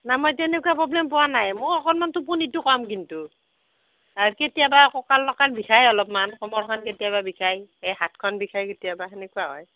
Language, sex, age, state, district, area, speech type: Assamese, female, 30-45, Assam, Nalbari, rural, conversation